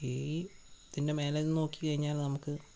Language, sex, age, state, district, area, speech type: Malayalam, male, 18-30, Kerala, Wayanad, rural, spontaneous